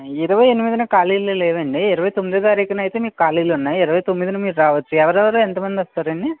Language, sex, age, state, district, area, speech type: Telugu, male, 18-30, Andhra Pradesh, West Godavari, rural, conversation